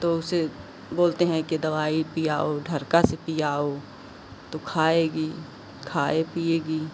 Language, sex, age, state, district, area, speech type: Hindi, female, 45-60, Uttar Pradesh, Pratapgarh, rural, spontaneous